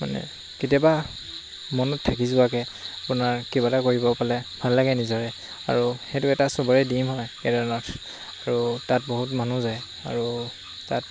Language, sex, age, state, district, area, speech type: Assamese, male, 18-30, Assam, Lakhimpur, rural, spontaneous